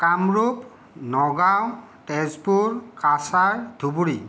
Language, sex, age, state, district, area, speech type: Assamese, male, 45-60, Assam, Kamrup Metropolitan, urban, spontaneous